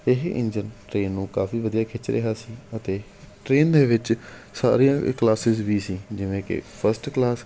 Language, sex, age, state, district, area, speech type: Punjabi, male, 45-60, Punjab, Patiala, urban, spontaneous